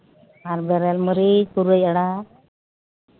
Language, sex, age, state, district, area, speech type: Santali, female, 45-60, West Bengal, Birbhum, rural, conversation